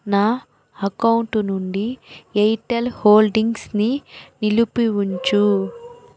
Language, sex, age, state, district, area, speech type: Telugu, female, 45-60, Andhra Pradesh, Chittoor, rural, read